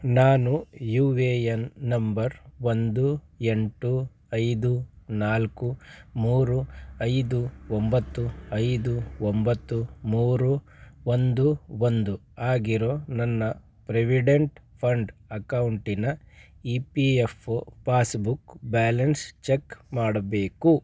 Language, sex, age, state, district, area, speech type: Kannada, male, 45-60, Karnataka, Bidar, urban, read